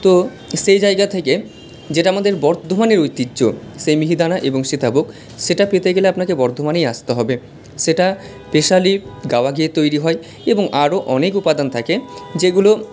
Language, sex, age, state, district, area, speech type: Bengali, male, 45-60, West Bengal, Purba Bardhaman, urban, spontaneous